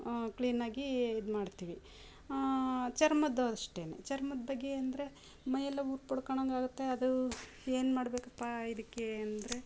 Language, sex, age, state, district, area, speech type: Kannada, female, 45-60, Karnataka, Mysore, rural, spontaneous